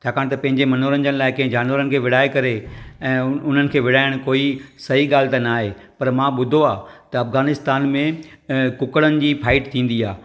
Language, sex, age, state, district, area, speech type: Sindhi, male, 45-60, Maharashtra, Thane, urban, spontaneous